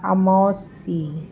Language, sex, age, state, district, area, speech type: Sindhi, female, 45-60, Uttar Pradesh, Lucknow, urban, spontaneous